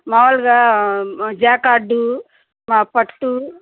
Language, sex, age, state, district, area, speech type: Telugu, female, 45-60, Andhra Pradesh, Bapatla, urban, conversation